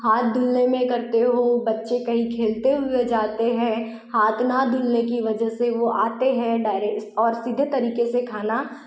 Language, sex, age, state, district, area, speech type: Hindi, female, 18-30, Madhya Pradesh, Betul, rural, spontaneous